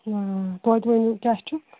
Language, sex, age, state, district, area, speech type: Kashmiri, female, 18-30, Jammu and Kashmir, Pulwama, urban, conversation